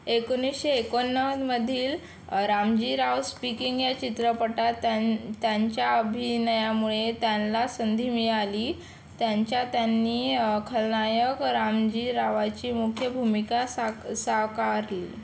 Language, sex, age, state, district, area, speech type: Marathi, female, 18-30, Maharashtra, Yavatmal, rural, read